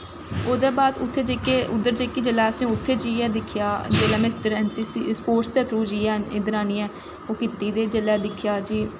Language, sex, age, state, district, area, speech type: Dogri, female, 18-30, Jammu and Kashmir, Reasi, urban, spontaneous